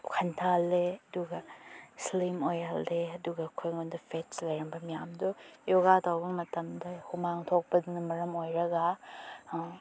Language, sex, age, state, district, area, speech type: Manipuri, female, 30-45, Manipur, Chandel, rural, spontaneous